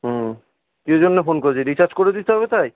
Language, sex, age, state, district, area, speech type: Bengali, male, 30-45, West Bengal, Kolkata, urban, conversation